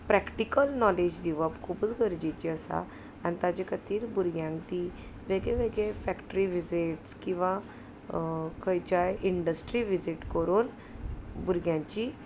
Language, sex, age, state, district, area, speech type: Goan Konkani, female, 30-45, Goa, Salcete, rural, spontaneous